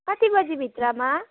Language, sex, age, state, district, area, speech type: Nepali, female, 18-30, West Bengal, Jalpaiguri, urban, conversation